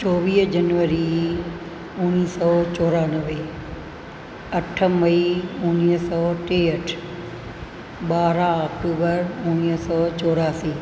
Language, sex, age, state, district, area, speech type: Sindhi, female, 60+, Rajasthan, Ajmer, urban, spontaneous